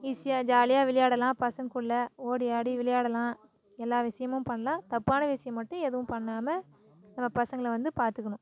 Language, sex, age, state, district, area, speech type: Tamil, female, 30-45, Tamil Nadu, Tiruvannamalai, rural, spontaneous